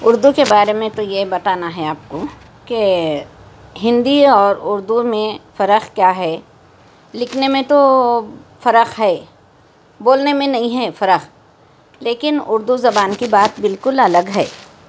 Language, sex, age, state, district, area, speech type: Urdu, female, 60+, Telangana, Hyderabad, urban, spontaneous